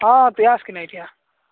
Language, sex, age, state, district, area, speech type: Odia, male, 45-60, Odisha, Nabarangpur, rural, conversation